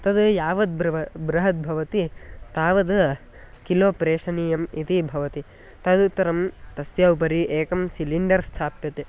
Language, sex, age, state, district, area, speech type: Sanskrit, male, 18-30, Karnataka, Tumkur, urban, spontaneous